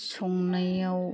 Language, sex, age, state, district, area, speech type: Bodo, female, 30-45, Assam, Kokrajhar, rural, spontaneous